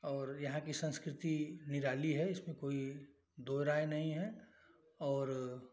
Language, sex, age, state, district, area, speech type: Hindi, male, 30-45, Uttar Pradesh, Chandauli, rural, spontaneous